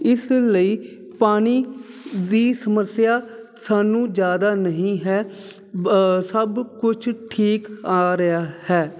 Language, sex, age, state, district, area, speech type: Punjabi, male, 30-45, Punjab, Jalandhar, urban, spontaneous